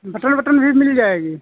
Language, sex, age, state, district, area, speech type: Hindi, male, 45-60, Uttar Pradesh, Hardoi, rural, conversation